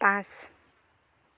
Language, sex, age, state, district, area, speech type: Assamese, female, 18-30, Assam, Dhemaji, rural, read